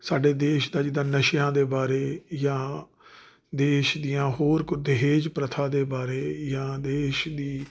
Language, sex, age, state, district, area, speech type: Punjabi, male, 30-45, Punjab, Jalandhar, urban, spontaneous